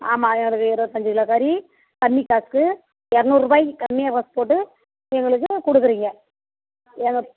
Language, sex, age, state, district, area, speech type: Tamil, female, 60+, Tamil Nadu, Tiruvannamalai, rural, conversation